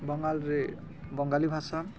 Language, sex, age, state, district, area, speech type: Odia, male, 45-60, Odisha, Balangir, urban, spontaneous